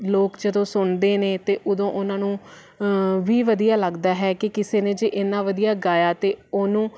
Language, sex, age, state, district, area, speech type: Punjabi, female, 30-45, Punjab, Faridkot, urban, spontaneous